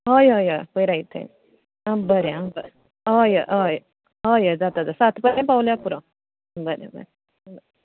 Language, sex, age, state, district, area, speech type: Goan Konkani, female, 18-30, Goa, Canacona, rural, conversation